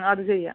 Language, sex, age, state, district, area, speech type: Malayalam, female, 30-45, Kerala, Kasaragod, rural, conversation